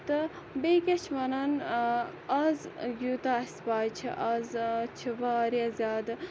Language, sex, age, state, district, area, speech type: Kashmiri, female, 18-30, Jammu and Kashmir, Ganderbal, rural, spontaneous